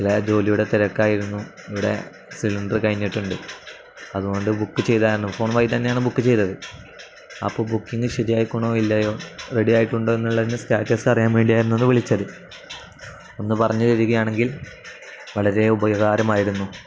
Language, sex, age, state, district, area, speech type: Malayalam, male, 18-30, Kerala, Kozhikode, rural, spontaneous